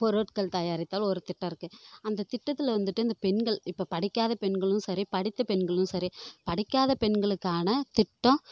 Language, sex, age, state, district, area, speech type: Tamil, female, 18-30, Tamil Nadu, Kallakurichi, rural, spontaneous